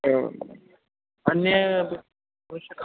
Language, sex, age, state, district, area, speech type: Sanskrit, male, 18-30, Delhi, East Delhi, urban, conversation